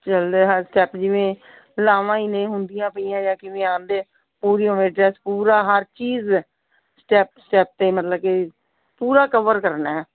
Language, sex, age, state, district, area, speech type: Punjabi, female, 60+, Punjab, Fazilka, rural, conversation